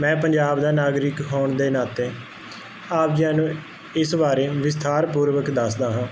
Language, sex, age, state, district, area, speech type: Punjabi, male, 18-30, Punjab, Kapurthala, urban, spontaneous